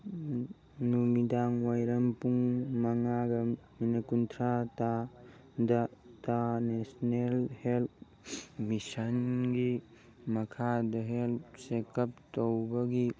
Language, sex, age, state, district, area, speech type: Manipuri, male, 18-30, Manipur, Churachandpur, rural, read